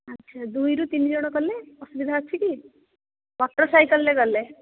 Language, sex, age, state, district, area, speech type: Odia, female, 30-45, Odisha, Dhenkanal, rural, conversation